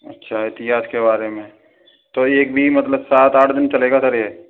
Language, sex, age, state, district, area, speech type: Hindi, male, 60+, Rajasthan, Karauli, rural, conversation